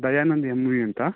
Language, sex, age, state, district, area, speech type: Kannada, male, 18-30, Karnataka, Chikkamagaluru, rural, conversation